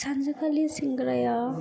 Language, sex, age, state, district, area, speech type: Bodo, female, 18-30, Assam, Chirang, rural, spontaneous